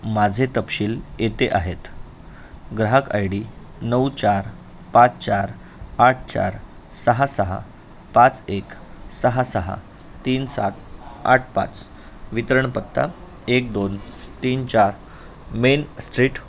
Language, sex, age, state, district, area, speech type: Marathi, male, 30-45, Maharashtra, Pune, urban, read